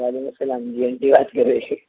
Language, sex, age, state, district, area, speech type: Urdu, male, 18-30, Telangana, Hyderabad, urban, conversation